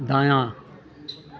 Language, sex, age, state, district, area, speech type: Maithili, male, 45-60, Bihar, Madhepura, rural, read